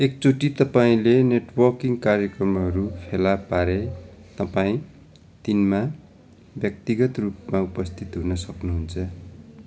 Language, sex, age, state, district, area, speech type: Nepali, male, 45-60, West Bengal, Darjeeling, rural, read